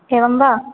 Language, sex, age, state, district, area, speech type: Sanskrit, female, 18-30, Kerala, Palakkad, rural, conversation